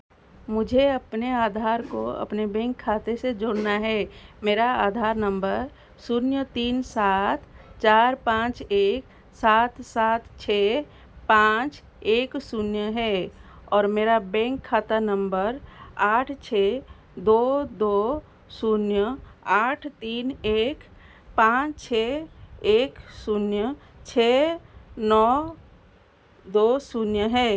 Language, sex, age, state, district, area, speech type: Hindi, female, 45-60, Madhya Pradesh, Seoni, rural, read